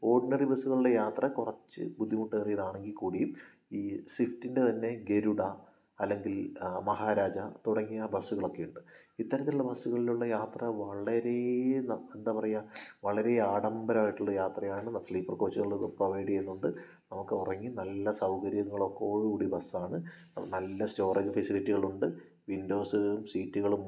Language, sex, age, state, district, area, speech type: Malayalam, male, 18-30, Kerala, Wayanad, rural, spontaneous